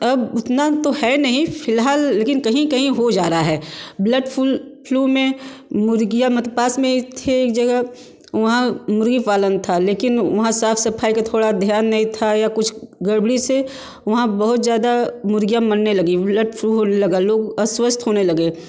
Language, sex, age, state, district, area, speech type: Hindi, female, 45-60, Uttar Pradesh, Varanasi, urban, spontaneous